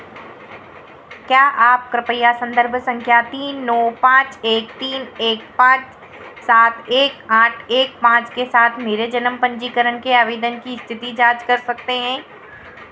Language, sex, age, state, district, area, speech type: Hindi, female, 60+, Madhya Pradesh, Harda, urban, read